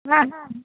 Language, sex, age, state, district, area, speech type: Bengali, female, 18-30, West Bengal, Cooch Behar, urban, conversation